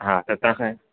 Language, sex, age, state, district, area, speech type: Sindhi, male, 30-45, Gujarat, Junagadh, rural, conversation